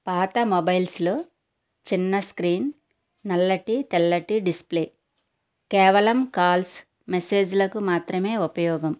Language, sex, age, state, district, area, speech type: Telugu, female, 60+, Andhra Pradesh, Konaseema, rural, spontaneous